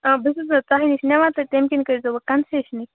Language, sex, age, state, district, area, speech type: Kashmiri, female, 30-45, Jammu and Kashmir, Baramulla, rural, conversation